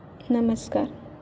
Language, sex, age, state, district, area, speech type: Goan Konkani, female, 18-30, Goa, Pernem, rural, read